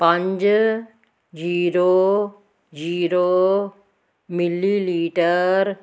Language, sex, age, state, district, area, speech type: Punjabi, female, 60+, Punjab, Fazilka, rural, read